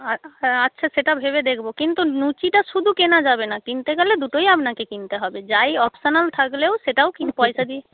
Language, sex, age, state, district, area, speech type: Bengali, female, 30-45, West Bengal, Purba Medinipur, rural, conversation